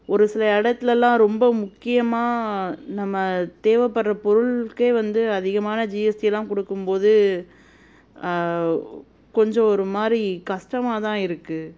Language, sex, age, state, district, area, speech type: Tamil, female, 30-45, Tamil Nadu, Madurai, urban, spontaneous